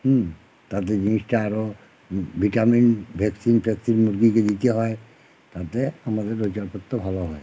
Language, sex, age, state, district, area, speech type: Bengali, male, 45-60, West Bengal, Uttar Dinajpur, rural, spontaneous